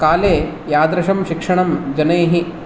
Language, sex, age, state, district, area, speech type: Sanskrit, male, 30-45, Karnataka, Bangalore Urban, urban, spontaneous